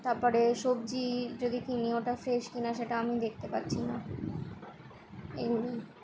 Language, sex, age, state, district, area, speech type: Bengali, female, 18-30, West Bengal, Kolkata, urban, spontaneous